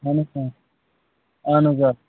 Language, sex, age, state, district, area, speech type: Kashmiri, male, 45-60, Jammu and Kashmir, Srinagar, urban, conversation